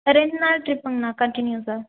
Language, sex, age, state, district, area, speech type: Tamil, female, 18-30, Tamil Nadu, Erode, rural, conversation